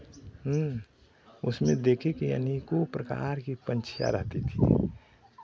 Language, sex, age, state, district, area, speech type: Hindi, male, 60+, Uttar Pradesh, Chandauli, rural, spontaneous